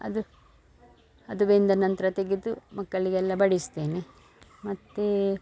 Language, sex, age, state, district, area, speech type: Kannada, female, 45-60, Karnataka, Dakshina Kannada, rural, spontaneous